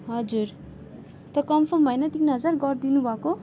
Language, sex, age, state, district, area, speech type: Nepali, female, 18-30, West Bengal, Darjeeling, rural, spontaneous